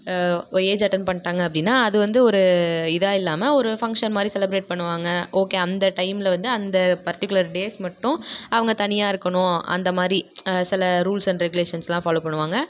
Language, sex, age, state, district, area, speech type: Tamil, female, 18-30, Tamil Nadu, Nagapattinam, rural, spontaneous